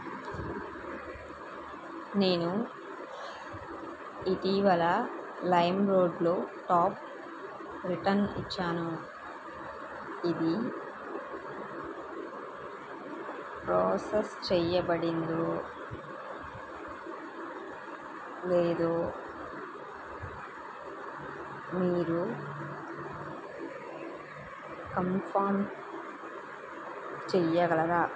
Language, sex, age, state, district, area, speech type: Telugu, female, 30-45, Andhra Pradesh, N T Rama Rao, urban, read